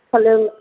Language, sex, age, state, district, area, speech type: Bengali, female, 45-60, West Bengal, Jhargram, rural, conversation